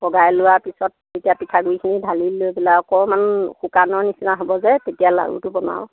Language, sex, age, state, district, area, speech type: Assamese, female, 30-45, Assam, Nagaon, rural, conversation